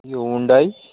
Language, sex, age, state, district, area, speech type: Nepali, male, 30-45, West Bengal, Darjeeling, rural, conversation